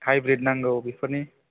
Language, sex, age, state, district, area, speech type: Bodo, male, 18-30, Assam, Chirang, rural, conversation